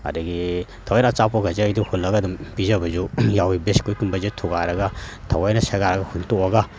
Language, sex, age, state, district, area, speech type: Manipuri, male, 45-60, Manipur, Kakching, rural, spontaneous